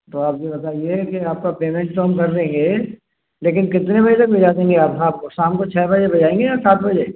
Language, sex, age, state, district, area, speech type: Hindi, male, 60+, Madhya Pradesh, Gwalior, rural, conversation